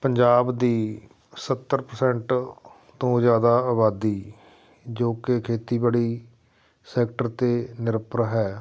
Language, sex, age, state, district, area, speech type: Punjabi, male, 45-60, Punjab, Fatehgarh Sahib, urban, spontaneous